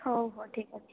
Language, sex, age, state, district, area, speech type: Odia, female, 18-30, Odisha, Rayagada, rural, conversation